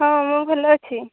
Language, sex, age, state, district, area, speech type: Odia, female, 45-60, Odisha, Angul, rural, conversation